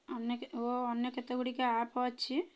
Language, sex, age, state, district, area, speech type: Odia, female, 30-45, Odisha, Kendrapara, urban, spontaneous